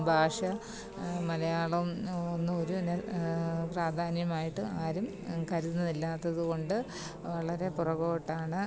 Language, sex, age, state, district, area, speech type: Malayalam, female, 30-45, Kerala, Kottayam, rural, spontaneous